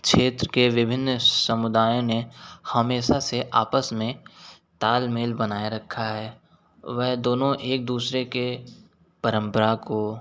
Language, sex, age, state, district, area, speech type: Hindi, male, 18-30, Uttar Pradesh, Sonbhadra, rural, spontaneous